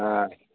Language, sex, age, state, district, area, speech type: Assamese, male, 60+, Assam, Dibrugarh, rural, conversation